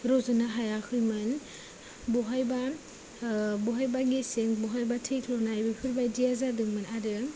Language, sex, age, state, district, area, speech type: Bodo, female, 18-30, Assam, Kokrajhar, rural, spontaneous